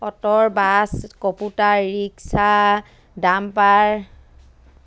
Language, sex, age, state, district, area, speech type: Assamese, female, 30-45, Assam, Dibrugarh, rural, spontaneous